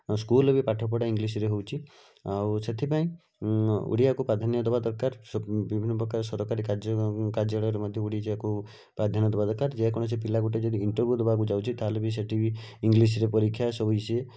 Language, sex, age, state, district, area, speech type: Odia, male, 60+, Odisha, Bhadrak, rural, spontaneous